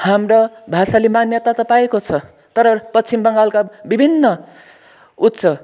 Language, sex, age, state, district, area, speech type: Nepali, male, 18-30, West Bengal, Kalimpong, rural, spontaneous